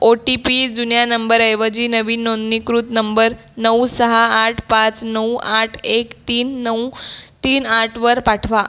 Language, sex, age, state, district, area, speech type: Marathi, female, 18-30, Maharashtra, Buldhana, rural, read